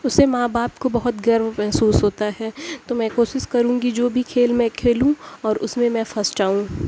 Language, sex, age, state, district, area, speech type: Urdu, female, 18-30, Uttar Pradesh, Mirzapur, rural, spontaneous